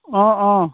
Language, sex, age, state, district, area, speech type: Assamese, male, 60+, Assam, Dhemaji, rural, conversation